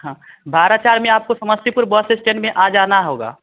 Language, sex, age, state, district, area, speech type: Hindi, male, 18-30, Bihar, Vaishali, rural, conversation